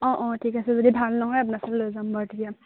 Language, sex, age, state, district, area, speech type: Assamese, female, 30-45, Assam, Charaideo, rural, conversation